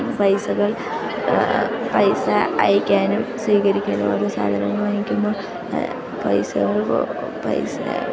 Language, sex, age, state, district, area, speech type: Malayalam, female, 18-30, Kerala, Idukki, rural, spontaneous